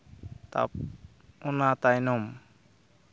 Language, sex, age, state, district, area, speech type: Santali, male, 18-30, West Bengal, Purulia, rural, spontaneous